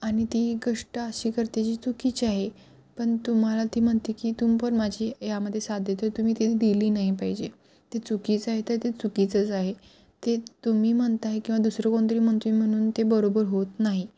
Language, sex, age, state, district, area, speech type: Marathi, female, 18-30, Maharashtra, Kolhapur, urban, spontaneous